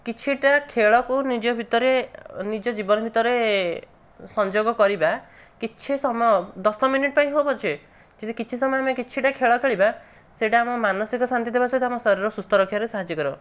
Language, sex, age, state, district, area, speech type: Odia, male, 30-45, Odisha, Dhenkanal, rural, spontaneous